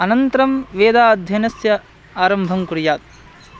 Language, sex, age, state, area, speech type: Sanskrit, male, 18-30, Bihar, rural, spontaneous